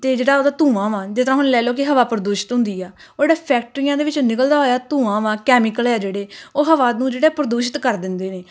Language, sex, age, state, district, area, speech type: Punjabi, female, 18-30, Punjab, Tarn Taran, rural, spontaneous